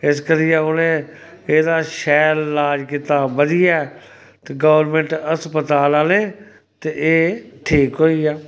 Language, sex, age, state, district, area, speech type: Dogri, male, 45-60, Jammu and Kashmir, Samba, rural, spontaneous